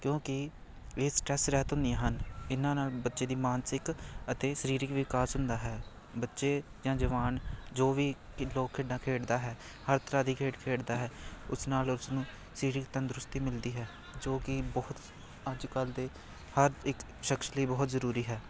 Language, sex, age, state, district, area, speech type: Punjabi, male, 18-30, Punjab, Amritsar, urban, spontaneous